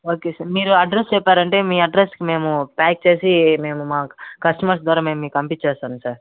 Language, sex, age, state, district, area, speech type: Telugu, male, 45-60, Andhra Pradesh, Chittoor, urban, conversation